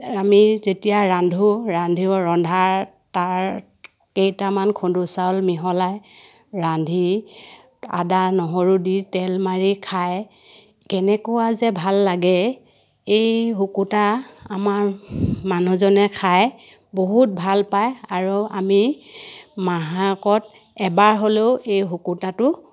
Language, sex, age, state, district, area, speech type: Assamese, female, 60+, Assam, Lakhimpur, rural, spontaneous